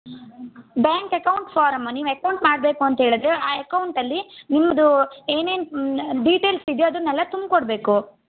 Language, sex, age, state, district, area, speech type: Kannada, female, 30-45, Karnataka, Shimoga, rural, conversation